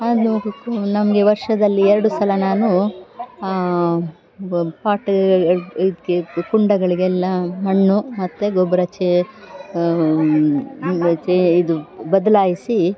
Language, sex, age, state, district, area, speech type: Kannada, female, 45-60, Karnataka, Dakshina Kannada, urban, spontaneous